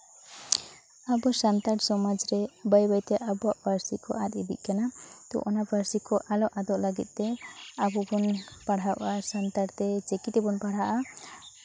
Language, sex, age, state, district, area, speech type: Santali, female, 18-30, West Bengal, Purulia, rural, spontaneous